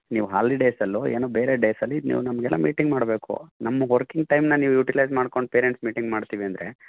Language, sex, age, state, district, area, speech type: Kannada, male, 45-60, Karnataka, Chitradurga, rural, conversation